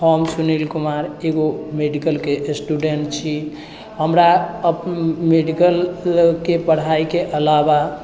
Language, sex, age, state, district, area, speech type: Maithili, male, 18-30, Bihar, Sitamarhi, rural, spontaneous